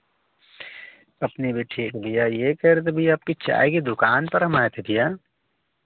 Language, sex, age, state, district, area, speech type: Hindi, male, 18-30, Uttar Pradesh, Varanasi, rural, conversation